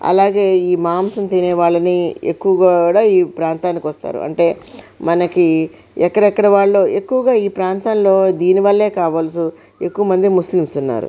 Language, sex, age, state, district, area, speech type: Telugu, female, 45-60, Andhra Pradesh, Krishna, rural, spontaneous